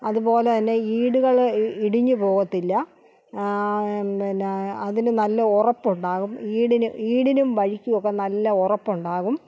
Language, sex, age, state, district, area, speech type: Malayalam, female, 45-60, Kerala, Alappuzha, rural, spontaneous